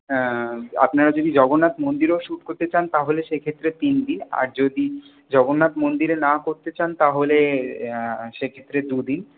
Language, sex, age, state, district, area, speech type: Bengali, male, 18-30, West Bengal, Paschim Bardhaman, urban, conversation